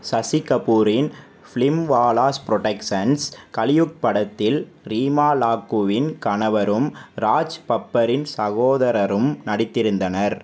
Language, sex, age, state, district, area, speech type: Tamil, male, 30-45, Tamil Nadu, Pudukkottai, rural, read